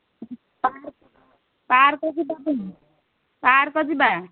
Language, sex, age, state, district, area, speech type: Odia, female, 30-45, Odisha, Nayagarh, rural, conversation